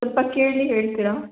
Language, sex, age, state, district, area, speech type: Kannada, female, 18-30, Karnataka, Hassan, rural, conversation